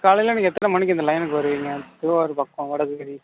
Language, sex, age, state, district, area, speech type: Tamil, male, 18-30, Tamil Nadu, Tiruvarur, urban, conversation